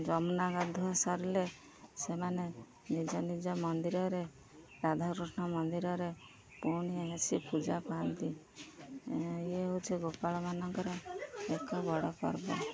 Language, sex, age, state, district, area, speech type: Odia, female, 30-45, Odisha, Jagatsinghpur, rural, spontaneous